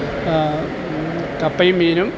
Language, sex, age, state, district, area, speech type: Malayalam, male, 60+, Kerala, Kottayam, urban, spontaneous